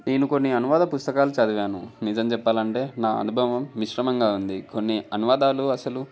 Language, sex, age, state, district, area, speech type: Telugu, male, 18-30, Telangana, Komaram Bheem, urban, spontaneous